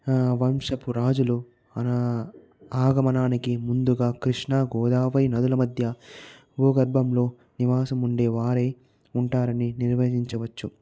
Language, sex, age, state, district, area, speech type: Telugu, male, 45-60, Andhra Pradesh, Chittoor, rural, spontaneous